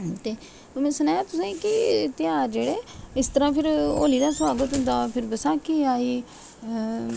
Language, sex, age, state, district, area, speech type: Dogri, female, 45-60, Jammu and Kashmir, Jammu, urban, spontaneous